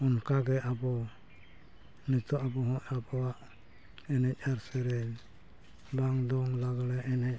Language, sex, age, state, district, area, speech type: Santali, male, 60+, Jharkhand, East Singhbhum, rural, spontaneous